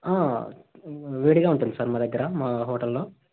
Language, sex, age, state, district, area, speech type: Telugu, male, 18-30, Telangana, Sangareddy, urban, conversation